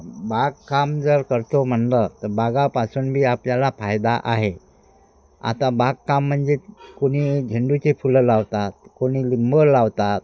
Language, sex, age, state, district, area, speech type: Marathi, male, 60+, Maharashtra, Wardha, rural, spontaneous